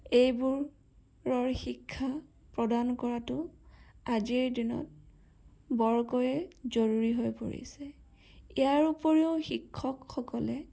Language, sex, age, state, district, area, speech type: Assamese, male, 18-30, Assam, Sonitpur, rural, spontaneous